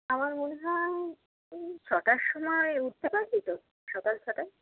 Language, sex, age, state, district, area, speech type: Bengali, female, 18-30, West Bengal, South 24 Parganas, rural, conversation